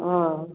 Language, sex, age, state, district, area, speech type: Odia, female, 45-60, Odisha, Angul, rural, conversation